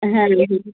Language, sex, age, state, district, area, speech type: Bengali, female, 30-45, West Bengal, Darjeeling, urban, conversation